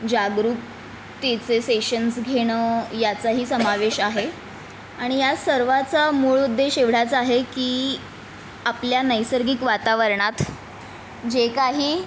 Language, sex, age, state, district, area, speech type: Marathi, female, 18-30, Maharashtra, Mumbai Suburban, urban, spontaneous